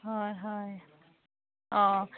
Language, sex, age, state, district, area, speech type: Assamese, female, 30-45, Assam, Majuli, urban, conversation